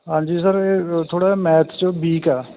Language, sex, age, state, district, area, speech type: Punjabi, male, 30-45, Punjab, Fatehgarh Sahib, rural, conversation